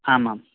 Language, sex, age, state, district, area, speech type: Sanskrit, male, 30-45, Karnataka, Dakshina Kannada, rural, conversation